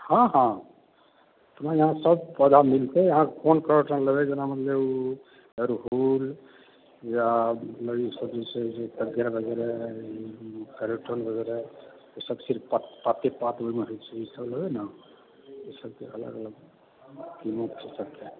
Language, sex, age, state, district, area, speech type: Maithili, male, 45-60, Bihar, Supaul, rural, conversation